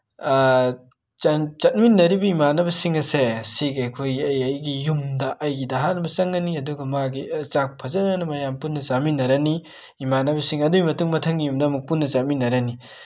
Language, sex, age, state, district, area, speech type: Manipuri, male, 18-30, Manipur, Imphal West, rural, spontaneous